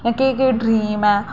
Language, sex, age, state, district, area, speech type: Dogri, female, 18-30, Jammu and Kashmir, Jammu, rural, spontaneous